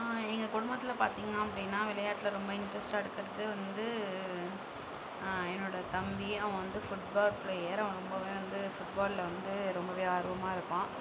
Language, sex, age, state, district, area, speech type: Tamil, female, 45-60, Tamil Nadu, Sivaganga, urban, spontaneous